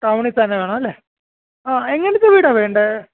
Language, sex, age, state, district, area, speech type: Malayalam, male, 30-45, Kerala, Alappuzha, rural, conversation